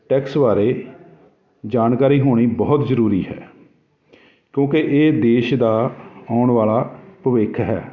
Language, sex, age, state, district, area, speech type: Punjabi, male, 45-60, Punjab, Jalandhar, urban, spontaneous